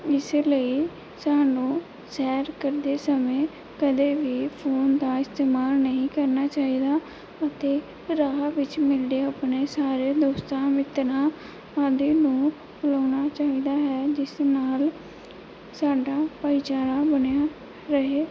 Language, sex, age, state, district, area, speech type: Punjabi, female, 18-30, Punjab, Pathankot, urban, spontaneous